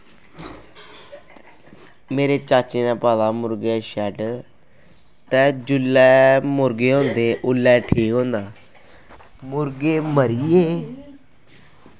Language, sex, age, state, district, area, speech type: Dogri, male, 18-30, Jammu and Kashmir, Kathua, rural, spontaneous